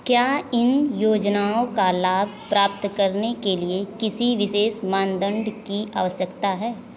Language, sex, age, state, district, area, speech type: Hindi, female, 30-45, Uttar Pradesh, Azamgarh, rural, read